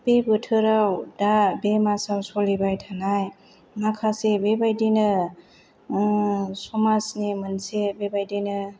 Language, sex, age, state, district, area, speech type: Bodo, female, 30-45, Assam, Chirang, rural, spontaneous